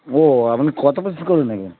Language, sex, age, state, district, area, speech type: Bengali, male, 30-45, West Bengal, Darjeeling, rural, conversation